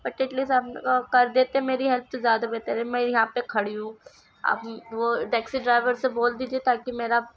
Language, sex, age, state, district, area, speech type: Urdu, female, 18-30, Uttar Pradesh, Ghaziabad, rural, spontaneous